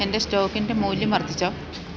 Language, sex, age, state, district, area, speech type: Malayalam, female, 60+, Kerala, Idukki, rural, read